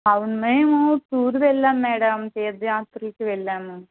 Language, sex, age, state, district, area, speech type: Telugu, female, 18-30, Andhra Pradesh, Vizianagaram, rural, conversation